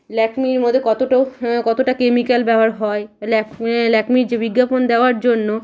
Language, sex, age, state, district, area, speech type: Bengali, female, 30-45, West Bengal, Malda, rural, spontaneous